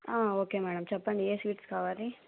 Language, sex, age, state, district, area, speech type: Telugu, female, 18-30, Andhra Pradesh, Annamaya, rural, conversation